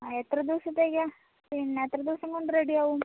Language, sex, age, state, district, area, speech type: Malayalam, female, 30-45, Kerala, Wayanad, rural, conversation